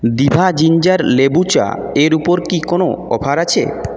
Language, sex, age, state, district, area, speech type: Bengali, male, 18-30, West Bengal, Purulia, urban, read